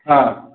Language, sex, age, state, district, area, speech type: Odia, male, 45-60, Odisha, Nuapada, urban, conversation